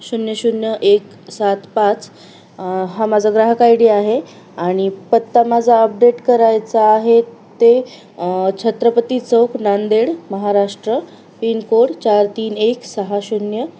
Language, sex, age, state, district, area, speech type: Marathi, female, 30-45, Maharashtra, Nanded, rural, spontaneous